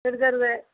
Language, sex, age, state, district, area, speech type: Tamil, female, 45-60, Tamil Nadu, Thoothukudi, rural, conversation